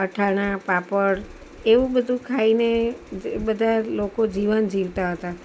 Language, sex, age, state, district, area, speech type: Gujarati, female, 45-60, Gujarat, Valsad, rural, spontaneous